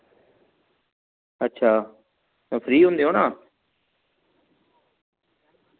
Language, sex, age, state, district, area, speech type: Dogri, male, 30-45, Jammu and Kashmir, Samba, rural, conversation